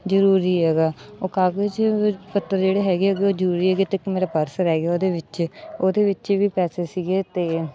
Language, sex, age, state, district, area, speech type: Punjabi, female, 30-45, Punjab, Bathinda, rural, spontaneous